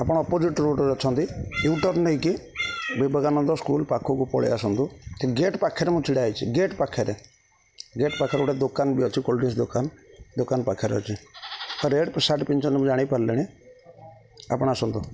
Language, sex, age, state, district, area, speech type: Odia, male, 30-45, Odisha, Jagatsinghpur, rural, spontaneous